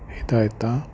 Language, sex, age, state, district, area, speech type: Punjabi, male, 30-45, Punjab, Fazilka, rural, spontaneous